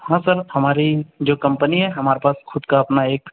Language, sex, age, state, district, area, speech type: Hindi, male, 45-60, Madhya Pradesh, Balaghat, rural, conversation